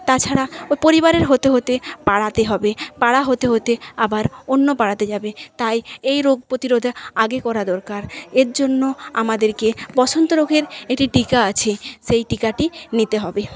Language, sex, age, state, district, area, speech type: Bengali, female, 30-45, West Bengal, Paschim Medinipur, rural, spontaneous